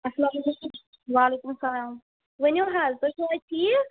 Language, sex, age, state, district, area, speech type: Kashmiri, female, 18-30, Jammu and Kashmir, Anantnag, rural, conversation